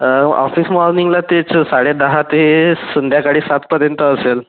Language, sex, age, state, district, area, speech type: Marathi, male, 45-60, Maharashtra, Nagpur, rural, conversation